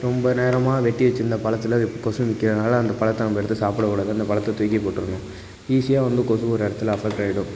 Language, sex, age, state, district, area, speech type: Tamil, male, 18-30, Tamil Nadu, Thanjavur, rural, spontaneous